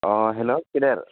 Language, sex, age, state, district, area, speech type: Bodo, male, 18-30, Assam, Baksa, rural, conversation